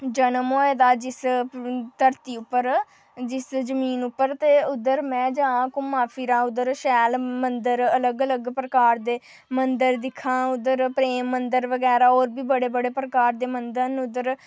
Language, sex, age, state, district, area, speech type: Dogri, female, 18-30, Jammu and Kashmir, Jammu, rural, spontaneous